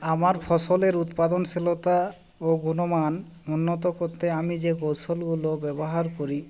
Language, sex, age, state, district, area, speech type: Bengali, male, 45-60, West Bengal, Jhargram, rural, spontaneous